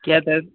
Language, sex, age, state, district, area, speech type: Urdu, male, 30-45, Bihar, Purnia, rural, conversation